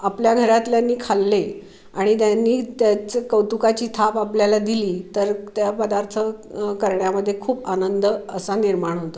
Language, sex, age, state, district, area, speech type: Marathi, female, 45-60, Maharashtra, Pune, urban, spontaneous